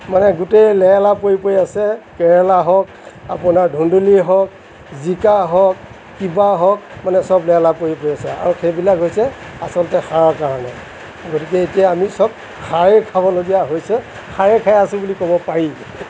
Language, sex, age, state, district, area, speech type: Assamese, male, 60+, Assam, Nagaon, rural, spontaneous